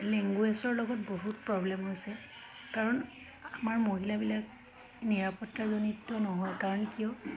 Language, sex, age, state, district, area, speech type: Assamese, female, 30-45, Assam, Dhemaji, rural, spontaneous